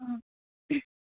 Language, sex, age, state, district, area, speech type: Goan Konkani, female, 18-30, Goa, Quepem, rural, conversation